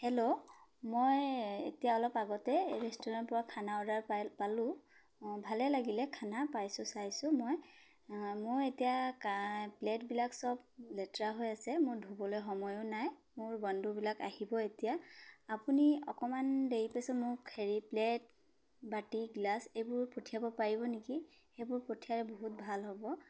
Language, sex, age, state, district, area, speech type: Assamese, female, 30-45, Assam, Dibrugarh, urban, spontaneous